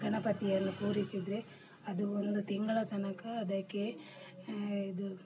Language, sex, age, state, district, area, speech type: Kannada, female, 45-60, Karnataka, Udupi, rural, spontaneous